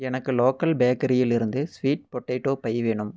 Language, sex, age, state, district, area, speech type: Tamil, male, 18-30, Tamil Nadu, Erode, rural, read